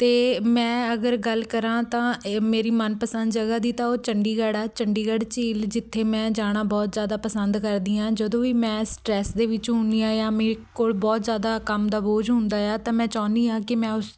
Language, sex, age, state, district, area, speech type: Punjabi, female, 18-30, Punjab, Fatehgarh Sahib, urban, spontaneous